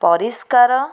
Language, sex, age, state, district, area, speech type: Odia, female, 45-60, Odisha, Cuttack, urban, spontaneous